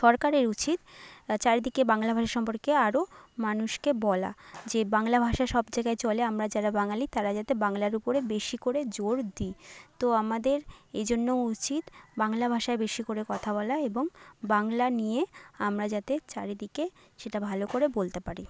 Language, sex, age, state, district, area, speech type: Bengali, female, 30-45, West Bengal, Jhargram, rural, spontaneous